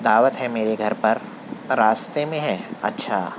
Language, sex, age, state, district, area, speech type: Urdu, male, 45-60, Telangana, Hyderabad, urban, spontaneous